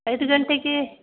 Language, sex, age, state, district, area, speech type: Kannada, female, 30-45, Karnataka, Dakshina Kannada, rural, conversation